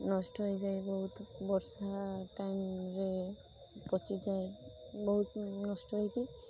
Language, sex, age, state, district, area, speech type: Odia, female, 18-30, Odisha, Balasore, rural, spontaneous